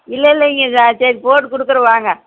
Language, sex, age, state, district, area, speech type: Tamil, female, 60+, Tamil Nadu, Erode, urban, conversation